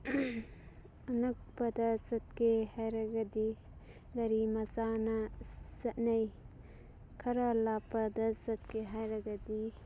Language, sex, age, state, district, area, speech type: Manipuri, female, 18-30, Manipur, Thoubal, rural, spontaneous